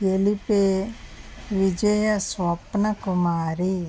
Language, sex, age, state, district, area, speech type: Telugu, female, 45-60, Andhra Pradesh, West Godavari, rural, spontaneous